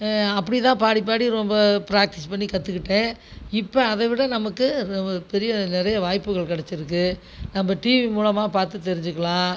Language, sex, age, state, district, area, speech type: Tamil, female, 60+, Tamil Nadu, Tiruchirappalli, rural, spontaneous